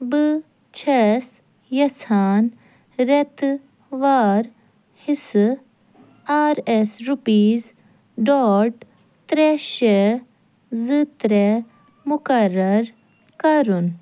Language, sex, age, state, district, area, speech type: Kashmiri, female, 18-30, Jammu and Kashmir, Ganderbal, rural, read